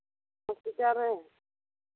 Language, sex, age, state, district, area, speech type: Santali, female, 30-45, West Bengal, Bankura, rural, conversation